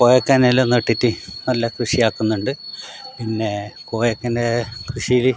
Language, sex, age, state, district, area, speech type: Malayalam, male, 45-60, Kerala, Kasaragod, rural, spontaneous